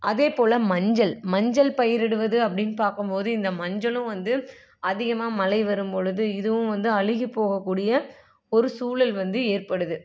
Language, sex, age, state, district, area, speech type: Tamil, female, 30-45, Tamil Nadu, Salem, urban, spontaneous